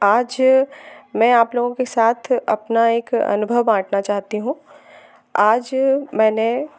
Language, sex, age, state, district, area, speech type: Hindi, female, 30-45, Madhya Pradesh, Hoshangabad, urban, spontaneous